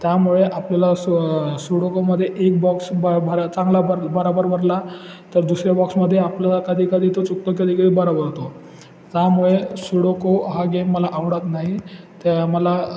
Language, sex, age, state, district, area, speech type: Marathi, male, 18-30, Maharashtra, Ratnagiri, urban, spontaneous